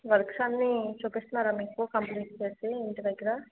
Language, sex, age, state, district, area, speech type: Telugu, female, 18-30, Andhra Pradesh, Konaseema, urban, conversation